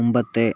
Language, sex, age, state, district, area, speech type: Malayalam, male, 30-45, Kerala, Palakkad, rural, read